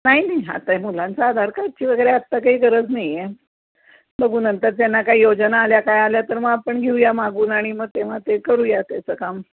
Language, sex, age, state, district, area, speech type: Marathi, female, 45-60, Maharashtra, Kolhapur, urban, conversation